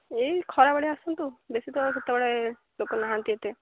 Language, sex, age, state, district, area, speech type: Odia, female, 18-30, Odisha, Jagatsinghpur, rural, conversation